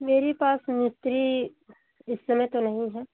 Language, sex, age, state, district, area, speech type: Hindi, female, 45-60, Uttar Pradesh, Mau, rural, conversation